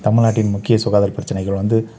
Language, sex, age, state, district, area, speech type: Tamil, male, 18-30, Tamil Nadu, Kallakurichi, urban, spontaneous